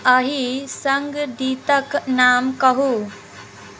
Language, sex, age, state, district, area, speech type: Maithili, female, 18-30, Bihar, Muzaffarpur, rural, read